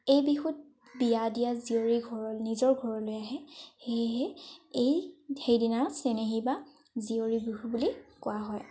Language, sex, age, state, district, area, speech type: Assamese, female, 18-30, Assam, Tinsukia, urban, spontaneous